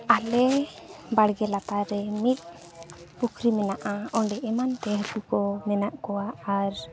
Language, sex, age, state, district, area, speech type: Santali, female, 30-45, Jharkhand, East Singhbhum, rural, spontaneous